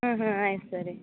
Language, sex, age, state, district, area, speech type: Kannada, female, 30-45, Karnataka, Uttara Kannada, rural, conversation